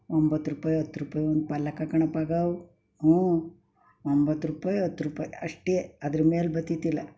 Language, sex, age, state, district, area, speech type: Kannada, female, 60+, Karnataka, Mysore, rural, spontaneous